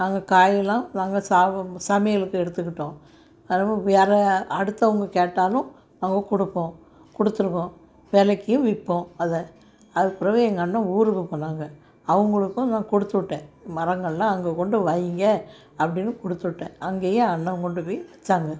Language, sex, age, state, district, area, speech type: Tamil, female, 60+, Tamil Nadu, Thoothukudi, rural, spontaneous